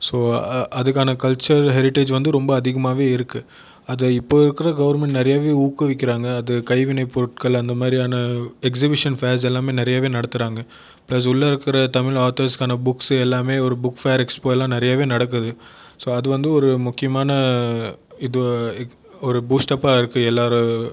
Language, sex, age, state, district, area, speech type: Tamil, male, 18-30, Tamil Nadu, Viluppuram, urban, spontaneous